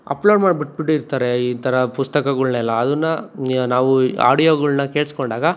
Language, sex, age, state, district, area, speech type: Kannada, male, 30-45, Karnataka, Chikkaballapur, urban, spontaneous